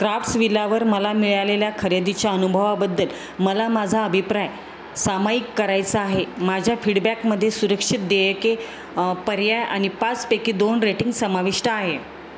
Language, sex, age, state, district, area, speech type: Marathi, female, 45-60, Maharashtra, Jalna, urban, read